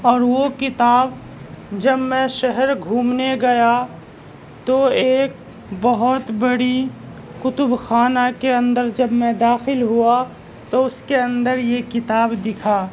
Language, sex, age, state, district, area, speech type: Urdu, male, 18-30, Uttar Pradesh, Gautam Buddha Nagar, urban, spontaneous